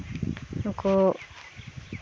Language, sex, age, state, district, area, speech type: Santali, female, 18-30, West Bengal, Malda, rural, spontaneous